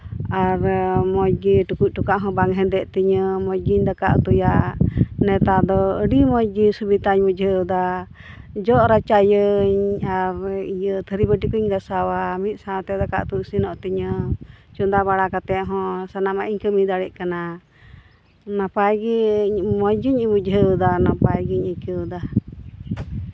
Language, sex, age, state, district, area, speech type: Santali, female, 60+, West Bengal, Purba Bardhaman, rural, spontaneous